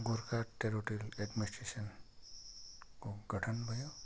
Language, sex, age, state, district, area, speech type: Nepali, male, 60+, West Bengal, Kalimpong, rural, spontaneous